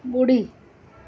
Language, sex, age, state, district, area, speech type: Sindhi, female, 60+, Gujarat, Surat, urban, read